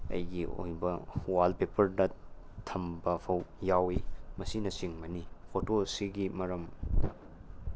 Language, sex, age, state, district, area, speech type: Manipuri, male, 18-30, Manipur, Tengnoupal, rural, spontaneous